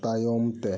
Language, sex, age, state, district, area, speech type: Santali, male, 30-45, West Bengal, Birbhum, rural, read